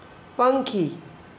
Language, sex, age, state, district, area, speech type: Gujarati, female, 45-60, Gujarat, Surat, urban, read